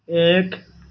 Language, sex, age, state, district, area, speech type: Nepali, male, 60+, West Bengal, Darjeeling, rural, read